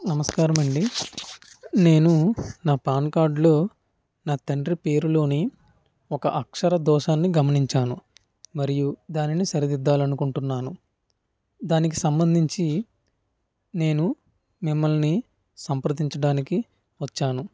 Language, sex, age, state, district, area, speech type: Telugu, male, 18-30, Andhra Pradesh, N T Rama Rao, urban, spontaneous